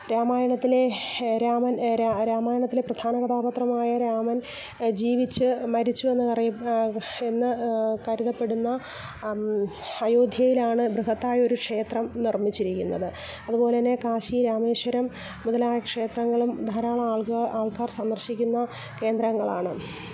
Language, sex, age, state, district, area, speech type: Malayalam, female, 45-60, Kerala, Kollam, rural, spontaneous